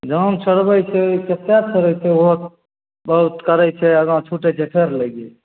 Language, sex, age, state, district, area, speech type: Maithili, male, 18-30, Bihar, Begusarai, rural, conversation